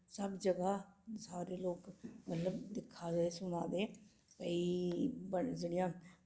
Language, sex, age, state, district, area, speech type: Dogri, female, 60+, Jammu and Kashmir, Reasi, urban, spontaneous